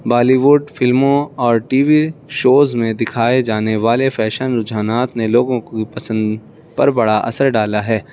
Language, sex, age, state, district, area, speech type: Urdu, male, 18-30, Uttar Pradesh, Saharanpur, urban, spontaneous